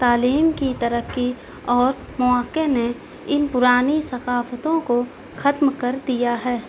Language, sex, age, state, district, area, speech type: Urdu, female, 18-30, Delhi, South Delhi, rural, spontaneous